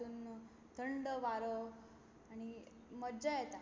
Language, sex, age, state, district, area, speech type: Goan Konkani, female, 18-30, Goa, Tiswadi, rural, spontaneous